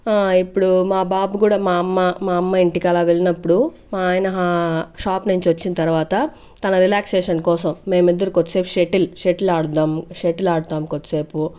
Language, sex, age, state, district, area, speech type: Telugu, female, 60+, Andhra Pradesh, Chittoor, rural, spontaneous